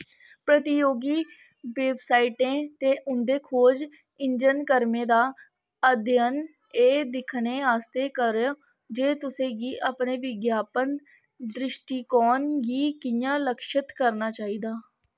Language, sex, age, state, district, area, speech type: Dogri, female, 18-30, Jammu and Kashmir, Kathua, rural, read